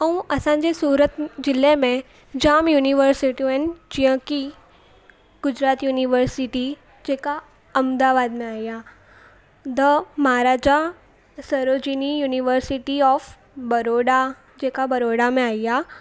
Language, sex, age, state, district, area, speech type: Sindhi, female, 18-30, Gujarat, Surat, urban, spontaneous